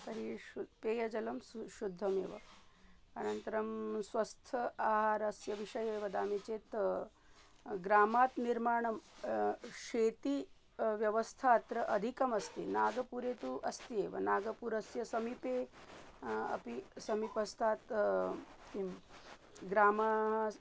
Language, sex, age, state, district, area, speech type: Sanskrit, female, 30-45, Maharashtra, Nagpur, urban, spontaneous